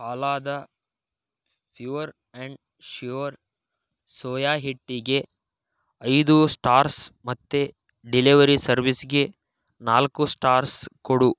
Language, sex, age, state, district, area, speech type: Kannada, male, 30-45, Karnataka, Tumkur, urban, read